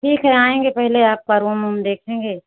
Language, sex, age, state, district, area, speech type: Hindi, female, 60+, Uttar Pradesh, Ayodhya, rural, conversation